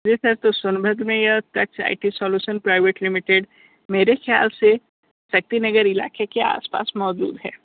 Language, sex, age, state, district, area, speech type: Hindi, male, 30-45, Uttar Pradesh, Sonbhadra, rural, conversation